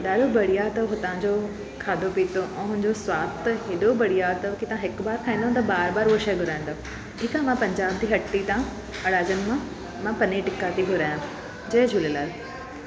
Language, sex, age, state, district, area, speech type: Sindhi, female, 30-45, Gujarat, Surat, urban, spontaneous